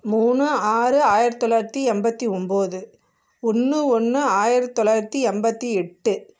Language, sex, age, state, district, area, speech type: Tamil, female, 30-45, Tamil Nadu, Namakkal, rural, spontaneous